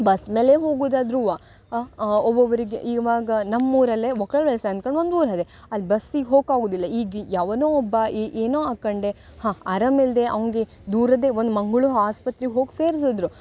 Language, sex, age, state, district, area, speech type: Kannada, female, 18-30, Karnataka, Uttara Kannada, rural, spontaneous